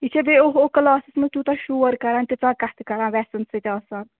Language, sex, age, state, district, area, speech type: Kashmiri, female, 18-30, Jammu and Kashmir, Bandipora, rural, conversation